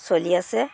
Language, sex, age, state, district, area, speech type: Assamese, female, 60+, Assam, Dhemaji, rural, spontaneous